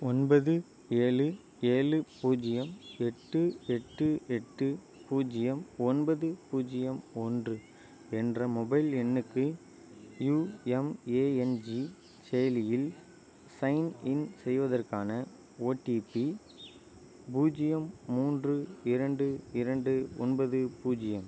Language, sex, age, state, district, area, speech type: Tamil, male, 18-30, Tamil Nadu, Ariyalur, rural, read